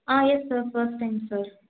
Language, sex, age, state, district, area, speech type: Tamil, female, 18-30, Tamil Nadu, Salem, urban, conversation